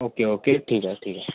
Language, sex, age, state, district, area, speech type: Marathi, male, 18-30, Maharashtra, Washim, urban, conversation